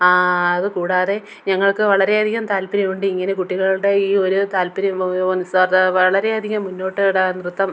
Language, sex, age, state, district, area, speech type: Malayalam, female, 30-45, Kerala, Kollam, rural, spontaneous